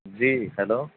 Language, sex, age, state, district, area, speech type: Urdu, male, 18-30, Uttar Pradesh, Gautam Buddha Nagar, rural, conversation